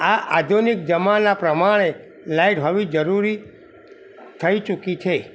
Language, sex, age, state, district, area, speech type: Gujarati, male, 45-60, Gujarat, Kheda, rural, spontaneous